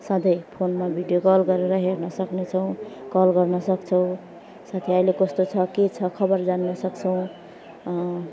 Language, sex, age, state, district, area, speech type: Nepali, female, 30-45, West Bengal, Alipurduar, urban, spontaneous